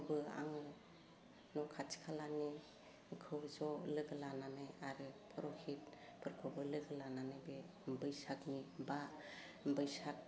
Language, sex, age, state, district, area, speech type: Bodo, female, 45-60, Assam, Udalguri, urban, spontaneous